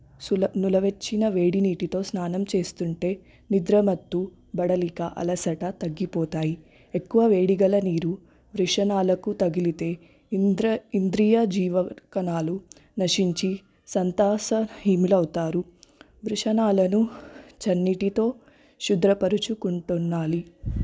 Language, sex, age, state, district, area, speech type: Telugu, female, 18-30, Telangana, Hyderabad, urban, spontaneous